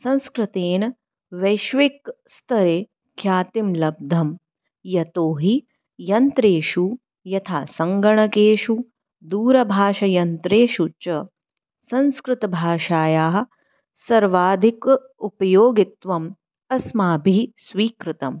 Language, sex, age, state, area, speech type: Sanskrit, female, 30-45, Delhi, urban, spontaneous